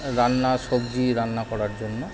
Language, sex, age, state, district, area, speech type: Bengali, male, 30-45, West Bengal, Howrah, urban, spontaneous